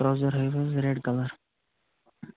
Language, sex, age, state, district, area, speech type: Kashmiri, male, 30-45, Jammu and Kashmir, Kupwara, rural, conversation